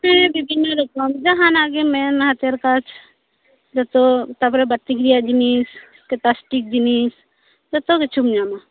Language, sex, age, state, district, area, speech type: Santali, female, 30-45, West Bengal, Birbhum, rural, conversation